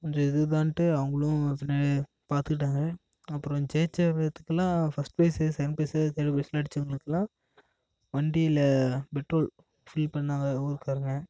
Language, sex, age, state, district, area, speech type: Tamil, male, 18-30, Tamil Nadu, Namakkal, rural, spontaneous